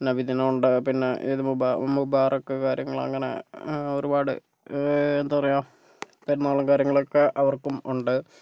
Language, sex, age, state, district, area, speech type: Malayalam, male, 30-45, Kerala, Kozhikode, urban, spontaneous